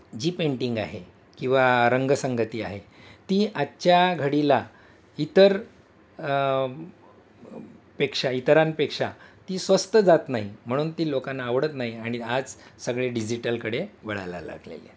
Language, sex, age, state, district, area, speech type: Marathi, male, 60+, Maharashtra, Thane, rural, spontaneous